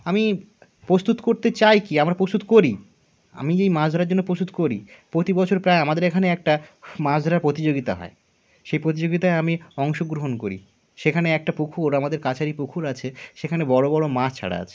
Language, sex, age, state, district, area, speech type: Bengali, male, 18-30, West Bengal, Birbhum, urban, spontaneous